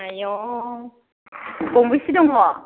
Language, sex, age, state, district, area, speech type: Bodo, female, 45-60, Assam, Chirang, rural, conversation